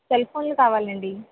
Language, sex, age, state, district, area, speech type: Telugu, female, 45-60, Andhra Pradesh, N T Rama Rao, urban, conversation